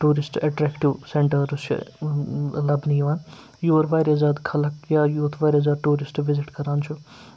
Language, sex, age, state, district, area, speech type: Kashmiri, male, 30-45, Jammu and Kashmir, Srinagar, urban, spontaneous